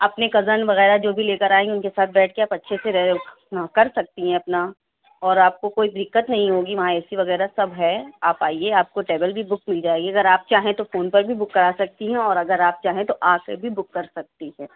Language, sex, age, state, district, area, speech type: Urdu, female, 45-60, Uttar Pradesh, Lucknow, rural, conversation